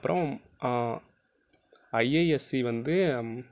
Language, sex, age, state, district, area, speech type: Tamil, male, 18-30, Tamil Nadu, Nagapattinam, urban, spontaneous